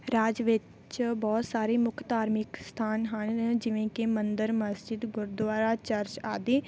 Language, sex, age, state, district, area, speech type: Punjabi, female, 18-30, Punjab, Bathinda, rural, spontaneous